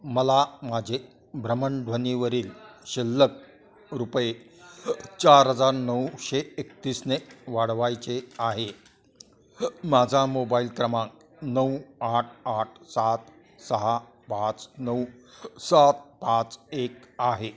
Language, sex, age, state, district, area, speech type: Marathi, male, 60+, Maharashtra, Kolhapur, urban, read